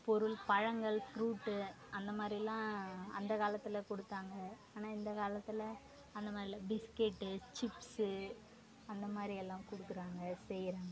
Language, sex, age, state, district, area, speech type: Tamil, female, 18-30, Tamil Nadu, Kallakurichi, rural, spontaneous